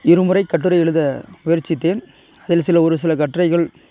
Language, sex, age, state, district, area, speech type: Tamil, male, 45-60, Tamil Nadu, Ariyalur, rural, spontaneous